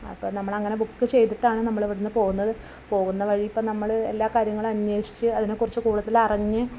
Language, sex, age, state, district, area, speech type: Malayalam, female, 45-60, Kerala, Malappuram, rural, spontaneous